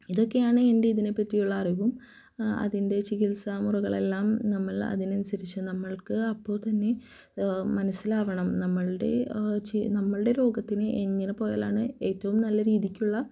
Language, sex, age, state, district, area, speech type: Malayalam, female, 18-30, Kerala, Thrissur, rural, spontaneous